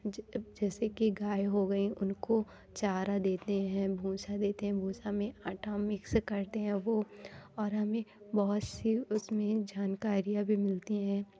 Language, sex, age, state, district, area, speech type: Hindi, female, 18-30, Madhya Pradesh, Katni, rural, spontaneous